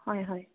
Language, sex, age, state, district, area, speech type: Assamese, female, 30-45, Assam, Majuli, urban, conversation